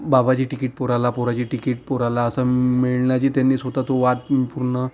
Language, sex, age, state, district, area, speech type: Marathi, male, 30-45, Maharashtra, Amravati, rural, spontaneous